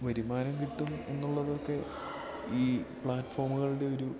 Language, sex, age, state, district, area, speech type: Malayalam, male, 18-30, Kerala, Idukki, rural, spontaneous